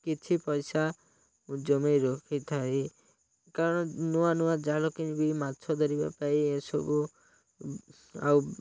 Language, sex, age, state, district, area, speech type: Odia, male, 18-30, Odisha, Malkangiri, urban, spontaneous